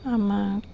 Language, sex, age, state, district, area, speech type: Assamese, female, 45-60, Assam, Dibrugarh, rural, spontaneous